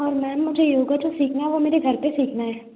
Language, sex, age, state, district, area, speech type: Hindi, female, 18-30, Madhya Pradesh, Gwalior, urban, conversation